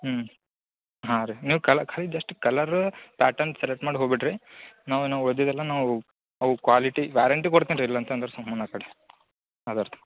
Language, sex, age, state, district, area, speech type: Kannada, male, 18-30, Karnataka, Gulbarga, urban, conversation